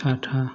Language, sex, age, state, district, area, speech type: Bodo, male, 18-30, Assam, Kokrajhar, urban, spontaneous